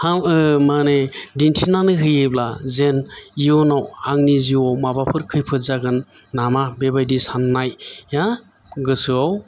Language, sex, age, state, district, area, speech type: Bodo, male, 45-60, Assam, Chirang, urban, spontaneous